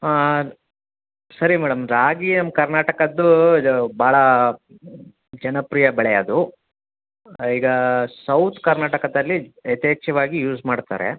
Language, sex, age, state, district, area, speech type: Kannada, male, 45-60, Karnataka, Davanagere, urban, conversation